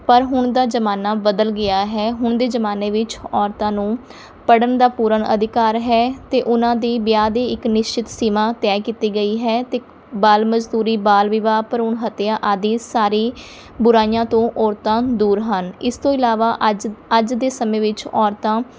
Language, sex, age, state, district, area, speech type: Punjabi, female, 30-45, Punjab, Mohali, rural, spontaneous